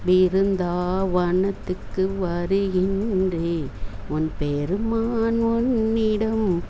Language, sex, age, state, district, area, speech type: Tamil, female, 60+, Tamil Nadu, Coimbatore, rural, spontaneous